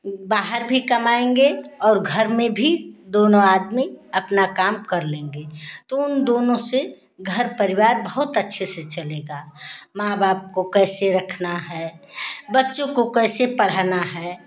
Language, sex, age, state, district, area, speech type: Hindi, female, 45-60, Uttar Pradesh, Ghazipur, rural, spontaneous